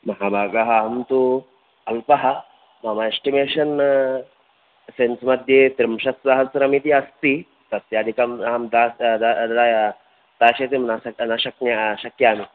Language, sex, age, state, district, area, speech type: Sanskrit, male, 18-30, Karnataka, Dakshina Kannada, rural, conversation